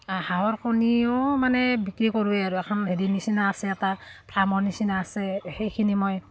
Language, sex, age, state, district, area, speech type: Assamese, female, 30-45, Assam, Udalguri, rural, spontaneous